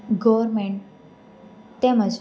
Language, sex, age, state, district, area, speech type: Gujarati, female, 18-30, Gujarat, Valsad, urban, spontaneous